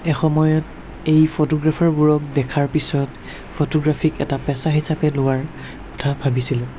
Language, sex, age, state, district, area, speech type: Assamese, male, 60+, Assam, Darrang, rural, spontaneous